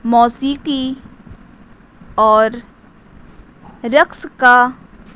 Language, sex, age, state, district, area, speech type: Urdu, female, 18-30, Bihar, Gaya, urban, spontaneous